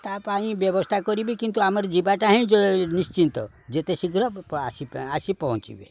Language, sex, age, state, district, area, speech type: Odia, male, 60+, Odisha, Kendrapara, urban, spontaneous